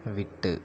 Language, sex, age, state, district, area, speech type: Tamil, male, 45-60, Tamil Nadu, Ariyalur, rural, read